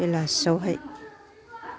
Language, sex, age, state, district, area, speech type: Bodo, female, 45-60, Assam, Kokrajhar, urban, spontaneous